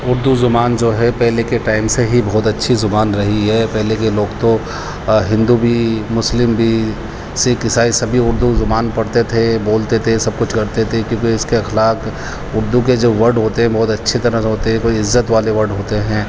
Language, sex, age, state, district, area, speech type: Urdu, male, 30-45, Delhi, East Delhi, urban, spontaneous